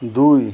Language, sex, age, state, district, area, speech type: Odia, male, 45-60, Odisha, Jagatsinghpur, urban, read